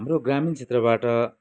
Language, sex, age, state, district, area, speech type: Nepali, male, 60+, West Bengal, Kalimpong, rural, spontaneous